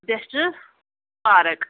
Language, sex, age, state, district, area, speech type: Kashmiri, female, 30-45, Jammu and Kashmir, Anantnag, rural, conversation